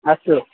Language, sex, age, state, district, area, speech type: Sanskrit, male, 18-30, Assam, Tinsukia, rural, conversation